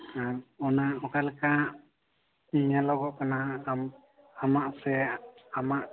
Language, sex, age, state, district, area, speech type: Santali, male, 18-30, West Bengal, Bankura, rural, conversation